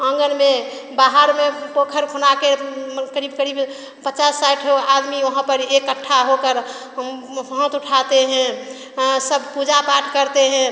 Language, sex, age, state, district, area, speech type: Hindi, female, 60+, Bihar, Begusarai, rural, spontaneous